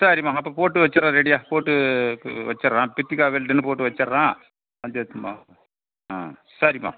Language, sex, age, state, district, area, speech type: Tamil, male, 45-60, Tamil Nadu, Viluppuram, rural, conversation